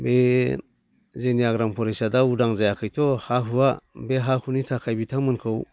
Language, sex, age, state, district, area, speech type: Bodo, male, 60+, Assam, Baksa, rural, spontaneous